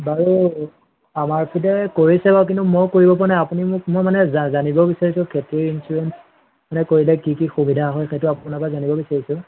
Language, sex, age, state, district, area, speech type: Assamese, male, 18-30, Assam, Majuli, urban, conversation